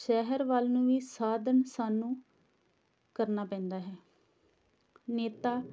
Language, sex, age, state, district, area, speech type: Punjabi, female, 18-30, Punjab, Tarn Taran, rural, spontaneous